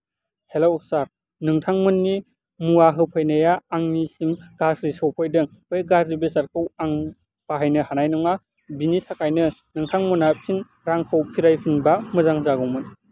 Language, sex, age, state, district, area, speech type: Bodo, male, 18-30, Assam, Baksa, rural, spontaneous